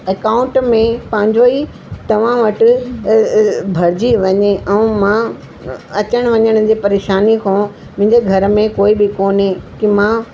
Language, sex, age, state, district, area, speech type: Sindhi, female, 45-60, Delhi, South Delhi, urban, spontaneous